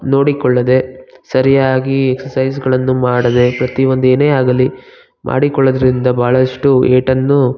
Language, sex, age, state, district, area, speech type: Kannada, male, 18-30, Karnataka, Bangalore Rural, rural, spontaneous